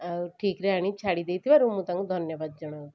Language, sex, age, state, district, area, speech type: Odia, female, 30-45, Odisha, Cuttack, urban, spontaneous